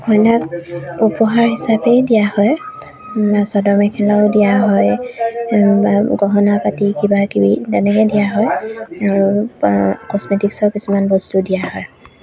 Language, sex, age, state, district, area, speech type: Assamese, female, 45-60, Assam, Charaideo, urban, spontaneous